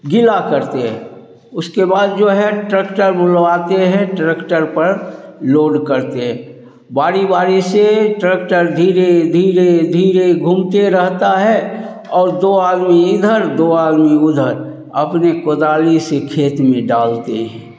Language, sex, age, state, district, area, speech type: Hindi, male, 60+, Bihar, Begusarai, rural, spontaneous